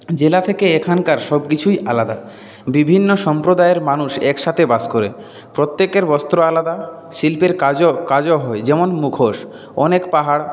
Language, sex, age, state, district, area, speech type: Bengali, male, 30-45, West Bengal, Purulia, urban, spontaneous